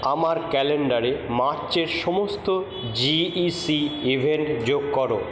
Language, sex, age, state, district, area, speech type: Bengali, male, 60+, West Bengal, Purba Bardhaman, rural, read